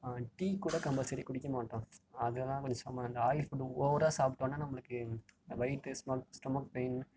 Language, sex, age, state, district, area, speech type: Tamil, male, 30-45, Tamil Nadu, Tiruvarur, urban, spontaneous